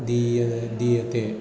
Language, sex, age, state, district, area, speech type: Sanskrit, male, 45-60, Kerala, Palakkad, urban, spontaneous